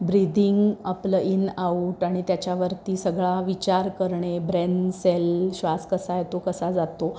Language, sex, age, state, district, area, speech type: Marathi, female, 30-45, Maharashtra, Sangli, urban, spontaneous